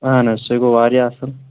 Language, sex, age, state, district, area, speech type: Kashmiri, male, 30-45, Jammu and Kashmir, Shopian, rural, conversation